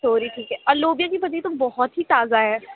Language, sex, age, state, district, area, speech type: Urdu, female, 18-30, Delhi, Central Delhi, rural, conversation